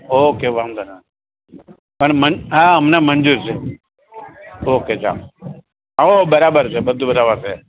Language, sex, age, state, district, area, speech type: Gujarati, male, 60+, Gujarat, Rajkot, rural, conversation